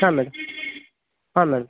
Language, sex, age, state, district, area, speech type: Kannada, male, 30-45, Karnataka, Koppal, rural, conversation